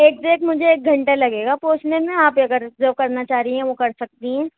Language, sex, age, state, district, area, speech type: Urdu, female, 30-45, Uttar Pradesh, Balrampur, rural, conversation